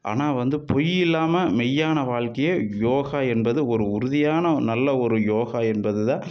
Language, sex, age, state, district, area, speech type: Tamil, male, 60+, Tamil Nadu, Tiruppur, urban, spontaneous